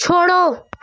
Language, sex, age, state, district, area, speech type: Hindi, female, 18-30, Uttar Pradesh, Jaunpur, urban, read